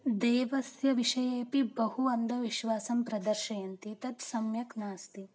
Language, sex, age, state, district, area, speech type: Sanskrit, female, 18-30, Karnataka, Uttara Kannada, rural, spontaneous